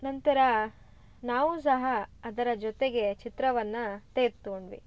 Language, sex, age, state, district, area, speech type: Kannada, female, 30-45, Karnataka, Shimoga, rural, spontaneous